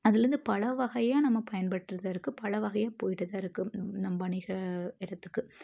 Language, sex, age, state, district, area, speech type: Tamil, female, 30-45, Tamil Nadu, Tiruppur, rural, spontaneous